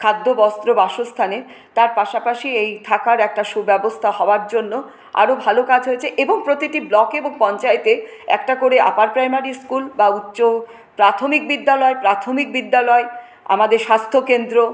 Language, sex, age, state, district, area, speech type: Bengali, female, 45-60, West Bengal, Paschim Bardhaman, urban, spontaneous